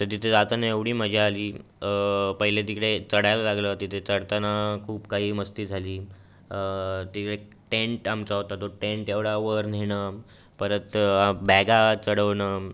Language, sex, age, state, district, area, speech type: Marathi, male, 18-30, Maharashtra, Raigad, urban, spontaneous